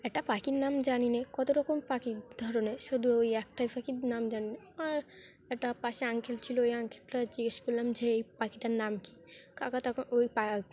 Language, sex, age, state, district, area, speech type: Bengali, female, 18-30, West Bengal, Dakshin Dinajpur, urban, spontaneous